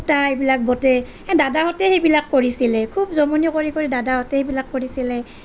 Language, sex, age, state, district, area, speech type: Assamese, female, 30-45, Assam, Nalbari, rural, spontaneous